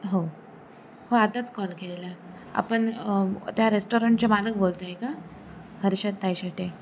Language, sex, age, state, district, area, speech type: Marathi, female, 18-30, Maharashtra, Sindhudurg, rural, spontaneous